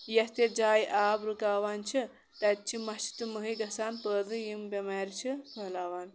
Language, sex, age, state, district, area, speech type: Kashmiri, male, 18-30, Jammu and Kashmir, Kulgam, rural, spontaneous